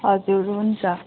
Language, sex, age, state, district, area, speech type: Nepali, female, 18-30, West Bengal, Darjeeling, rural, conversation